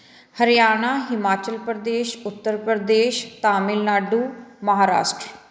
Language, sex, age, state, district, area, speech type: Punjabi, female, 30-45, Punjab, Fatehgarh Sahib, urban, spontaneous